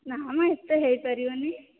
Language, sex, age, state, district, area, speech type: Odia, female, 18-30, Odisha, Dhenkanal, rural, conversation